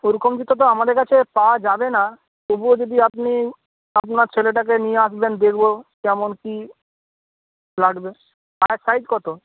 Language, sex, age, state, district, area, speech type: Bengali, male, 60+, West Bengal, Purba Medinipur, rural, conversation